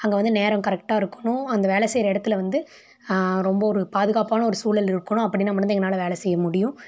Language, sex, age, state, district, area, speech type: Tamil, female, 18-30, Tamil Nadu, Tiruppur, rural, spontaneous